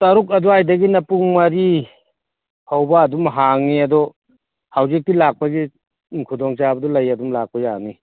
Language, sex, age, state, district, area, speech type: Manipuri, male, 60+, Manipur, Churachandpur, urban, conversation